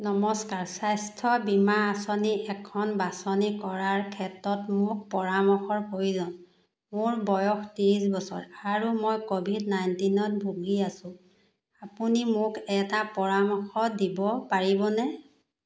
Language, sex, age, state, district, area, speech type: Assamese, female, 30-45, Assam, Golaghat, rural, read